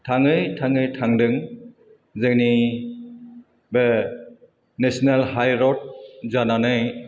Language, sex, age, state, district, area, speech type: Bodo, male, 60+, Assam, Chirang, urban, spontaneous